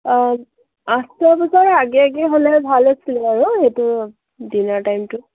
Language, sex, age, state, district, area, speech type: Assamese, female, 45-60, Assam, Dibrugarh, rural, conversation